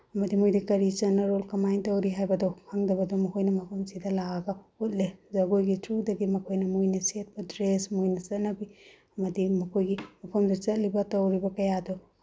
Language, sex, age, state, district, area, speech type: Manipuri, female, 30-45, Manipur, Bishnupur, rural, spontaneous